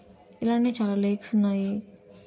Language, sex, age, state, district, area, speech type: Telugu, female, 18-30, Andhra Pradesh, Nellore, urban, spontaneous